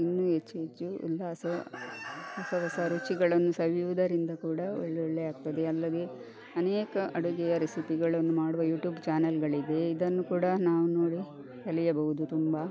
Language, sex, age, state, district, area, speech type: Kannada, female, 45-60, Karnataka, Dakshina Kannada, rural, spontaneous